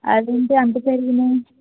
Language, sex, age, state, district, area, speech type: Telugu, female, 30-45, Andhra Pradesh, Krishna, urban, conversation